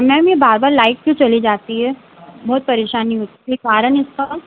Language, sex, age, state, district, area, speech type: Hindi, female, 30-45, Madhya Pradesh, Harda, urban, conversation